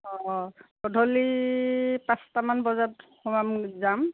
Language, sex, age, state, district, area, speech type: Assamese, female, 45-60, Assam, Dhemaji, rural, conversation